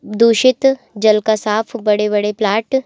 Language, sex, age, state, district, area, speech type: Hindi, female, 18-30, Madhya Pradesh, Jabalpur, urban, spontaneous